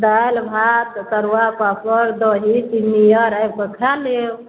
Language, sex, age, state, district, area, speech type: Maithili, female, 30-45, Bihar, Darbhanga, rural, conversation